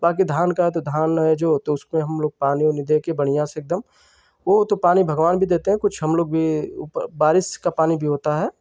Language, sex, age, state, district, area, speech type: Hindi, male, 30-45, Uttar Pradesh, Ghazipur, rural, spontaneous